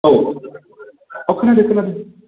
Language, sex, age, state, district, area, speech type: Bodo, male, 18-30, Assam, Baksa, urban, conversation